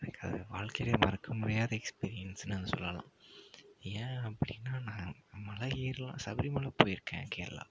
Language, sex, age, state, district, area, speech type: Tamil, male, 45-60, Tamil Nadu, Ariyalur, rural, spontaneous